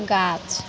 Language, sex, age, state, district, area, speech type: Maithili, female, 18-30, Bihar, Begusarai, urban, read